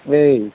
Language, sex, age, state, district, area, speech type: Assamese, male, 45-60, Assam, Darrang, rural, conversation